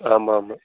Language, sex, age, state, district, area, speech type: Tamil, male, 18-30, Tamil Nadu, Kallakurichi, rural, conversation